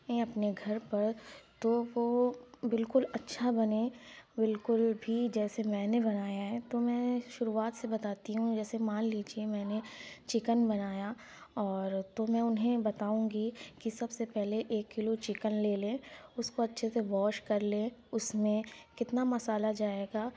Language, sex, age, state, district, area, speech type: Urdu, female, 18-30, Uttar Pradesh, Lucknow, urban, spontaneous